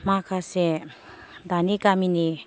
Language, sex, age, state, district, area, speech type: Bodo, female, 45-60, Assam, Kokrajhar, rural, spontaneous